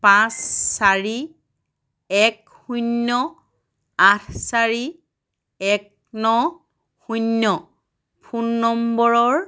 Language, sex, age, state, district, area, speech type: Assamese, female, 30-45, Assam, Dhemaji, rural, read